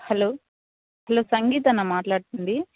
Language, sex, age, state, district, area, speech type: Telugu, female, 45-60, Andhra Pradesh, Kadapa, urban, conversation